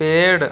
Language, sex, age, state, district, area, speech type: Hindi, male, 30-45, Rajasthan, Karauli, rural, read